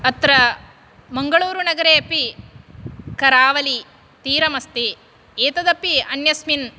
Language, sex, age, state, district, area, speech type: Sanskrit, female, 30-45, Karnataka, Dakshina Kannada, rural, spontaneous